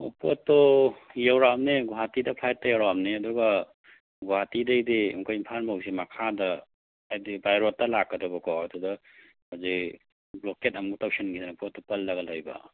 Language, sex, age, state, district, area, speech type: Manipuri, male, 30-45, Manipur, Bishnupur, rural, conversation